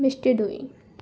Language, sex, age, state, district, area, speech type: Marathi, female, 18-30, Maharashtra, Bhandara, rural, spontaneous